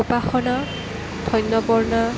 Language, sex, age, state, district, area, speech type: Assamese, female, 18-30, Assam, Kamrup Metropolitan, urban, spontaneous